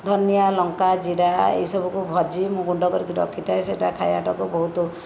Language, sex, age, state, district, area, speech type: Odia, female, 45-60, Odisha, Jajpur, rural, spontaneous